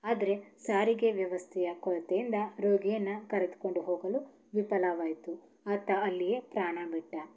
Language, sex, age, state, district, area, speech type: Kannada, female, 18-30, Karnataka, Davanagere, rural, spontaneous